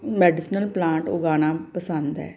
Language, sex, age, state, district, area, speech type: Punjabi, female, 45-60, Punjab, Gurdaspur, urban, spontaneous